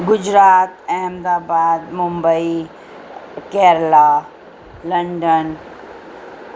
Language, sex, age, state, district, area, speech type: Urdu, female, 60+, Delhi, North East Delhi, urban, spontaneous